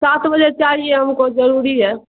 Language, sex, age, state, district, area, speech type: Urdu, female, 45-60, Bihar, Khagaria, rural, conversation